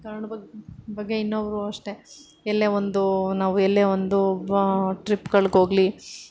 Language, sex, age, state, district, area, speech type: Kannada, female, 30-45, Karnataka, Ramanagara, urban, spontaneous